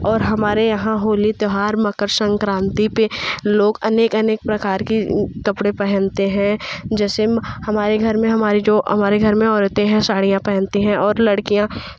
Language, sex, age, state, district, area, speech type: Hindi, female, 18-30, Uttar Pradesh, Jaunpur, urban, spontaneous